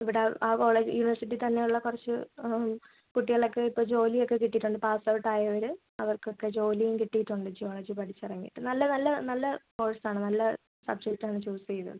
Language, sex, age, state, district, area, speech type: Malayalam, female, 18-30, Kerala, Thiruvananthapuram, rural, conversation